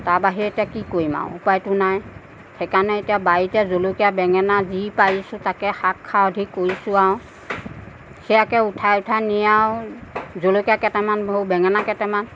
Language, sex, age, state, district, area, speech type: Assamese, female, 45-60, Assam, Nagaon, rural, spontaneous